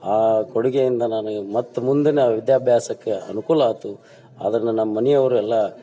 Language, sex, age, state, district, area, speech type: Kannada, male, 45-60, Karnataka, Dharwad, urban, spontaneous